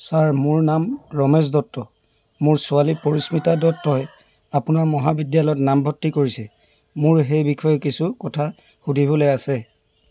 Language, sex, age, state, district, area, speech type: Assamese, male, 60+, Assam, Dibrugarh, rural, read